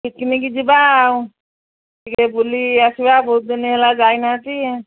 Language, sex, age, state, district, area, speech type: Odia, female, 60+, Odisha, Angul, rural, conversation